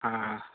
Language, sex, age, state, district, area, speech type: Odia, male, 45-60, Odisha, Sambalpur, rural, conversation